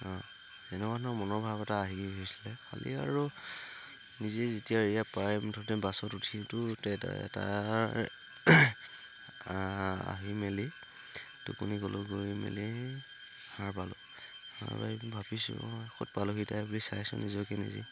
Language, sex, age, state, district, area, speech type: Assamese, male, 45-60, Assam, Tinsukia, rural, spontaneous